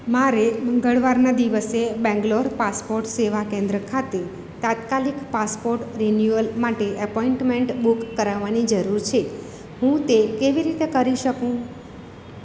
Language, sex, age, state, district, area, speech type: Gujarati, female, 45-60, Gujarat, Surat, urban, read